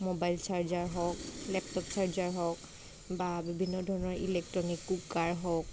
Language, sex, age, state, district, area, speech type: Assamese, female, 30-45, Assam, Morigaon, rural, spontaneous